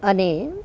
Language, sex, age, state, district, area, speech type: Gujarati, female, 45-60, Gujarat, Amreli, urban, spontaneous